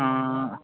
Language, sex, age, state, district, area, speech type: Tamil, male, 18-30, Tamil Nadu, Vellore, rural, conversation